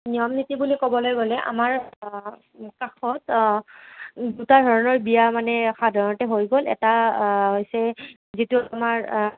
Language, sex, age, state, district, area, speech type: Assamese, female, 18-30, Assam, Nalbari, rural, conversation